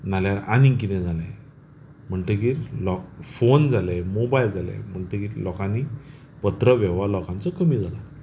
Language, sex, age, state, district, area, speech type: Goan Konkani, male, 45-60, Goa, Bardez, urban, spontaneous